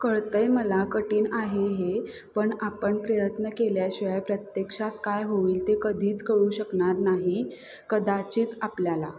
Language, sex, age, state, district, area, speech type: Marathi, female, 18-30, Maharashtra, Kolhapur, urban, read